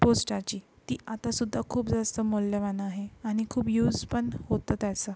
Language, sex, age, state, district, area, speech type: Marathi, female, 18-30, Maharashtra, Yavatmal, urban, spontaneous